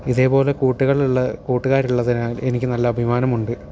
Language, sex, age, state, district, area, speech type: Malayalam, male, 18-30, Kerala, Thiruvananthapuram, urban, spontaneous